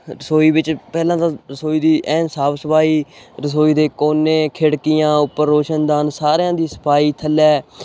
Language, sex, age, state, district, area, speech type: Punjabi, male, 18-30, Punjab, Hoshiarpur, rural, spontaneous